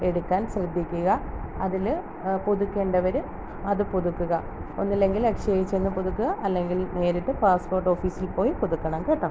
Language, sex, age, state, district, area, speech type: Malayalam, female, 30-45, Kerala, Alappuzha, rural, spontaneous